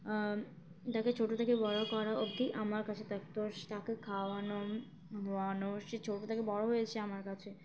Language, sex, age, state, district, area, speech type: Bengali, female, 18-30, West Bengal, Birbhum, urban, spontaneous